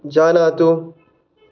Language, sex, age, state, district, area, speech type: Sanskrit, male, 18-30, Karnataka, Chikkamagaluru, rural, read